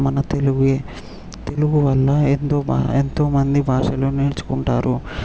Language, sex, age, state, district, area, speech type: Telugu, male, 18-30, Telangana, Vikarabad, urban, spontaneous